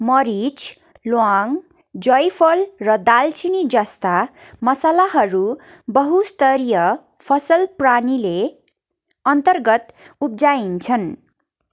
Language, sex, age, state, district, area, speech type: Nepali, female, 18-30, West Bengal, Darjeeling, rural, read